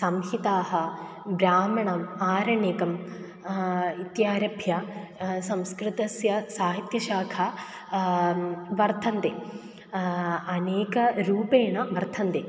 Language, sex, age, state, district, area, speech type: Sanskrit, female, 18-30, Kerala, Kozhikode, urban, spontaneous